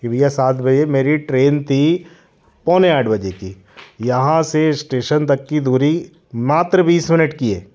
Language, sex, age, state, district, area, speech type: Hindi, male, 45-60, Madhya Pradesh, Jabalpur, urban, spontaneous